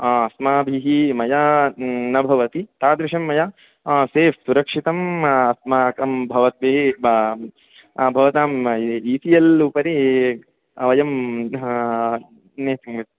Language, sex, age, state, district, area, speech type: Sanskrit, male, 18-30, Karnataka, Gulbarga, urban, conversation